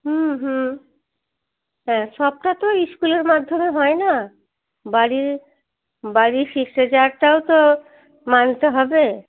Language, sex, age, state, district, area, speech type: Bengali, female, 30-45, West Bengal, Birbhum, urban, conversation